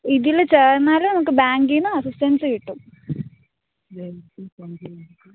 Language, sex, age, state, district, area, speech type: Malayalam, female, 18-30, Kerala, Alappuzha, rural, conversation